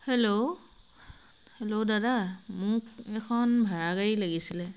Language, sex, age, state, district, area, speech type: Assamese, female, 30-45, Assam, Sivasagar, rural, spontaneous